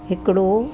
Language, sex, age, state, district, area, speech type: Sindhi, female, 60+, Uttar Pradesh, Lucknow, rural, spontaneous